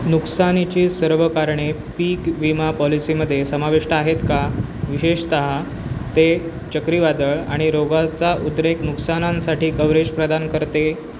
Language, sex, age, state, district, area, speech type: Marathi, male, 18-30, Maharashtra, Pune, urban, read